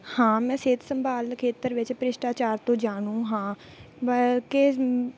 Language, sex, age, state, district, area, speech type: Punjabi, female, 18-30, Punjab, Bathinda, rural, spontaneous